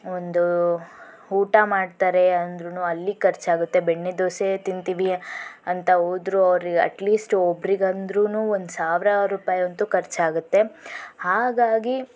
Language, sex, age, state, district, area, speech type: Kannada, female, 18-30, Karnataka, Davanagere, rural, spontaneous